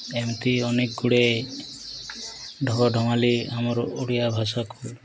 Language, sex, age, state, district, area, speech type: Odia, male, 30-45, Odisha, Nuapada, urban, spontaneous